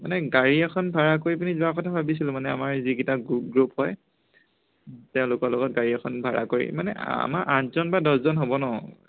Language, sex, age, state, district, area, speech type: Assamese, male, 18-30, Assam, Lakhimpur, rural, conversation